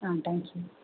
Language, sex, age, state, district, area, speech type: Tamil, female, 18-30, Tamil Nadu, Mayiladuthurai, rural, conversation